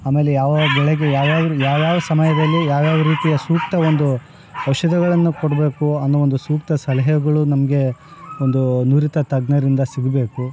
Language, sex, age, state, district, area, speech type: Kannada, male, 45-60, Karnataka, Bellary, rural, spontaneous